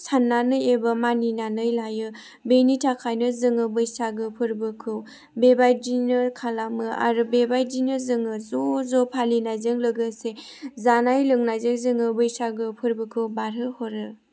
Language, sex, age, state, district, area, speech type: Bodo, female, 18-30, Assam, Chirang, rural, spontaneous